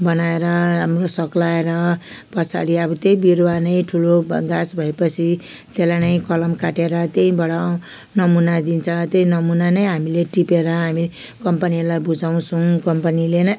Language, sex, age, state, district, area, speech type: Nepali, female, 45-60, West Bengal, Jalpaiguri, rural, spontaneous